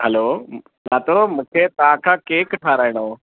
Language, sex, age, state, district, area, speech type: Sindhi, male, 18-30, Gujarat, Kutch, rural, conversation